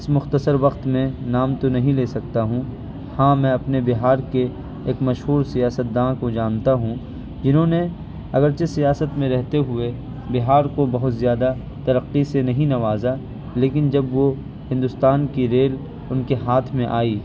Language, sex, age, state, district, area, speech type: Urdu, male, 18-30, Bihar, Purnia, rural, spontaneous